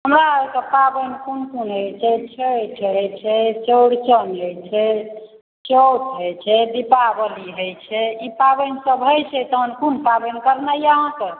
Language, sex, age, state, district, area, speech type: Maithili, female, 60+, Bihar, Supaul, rural, conversation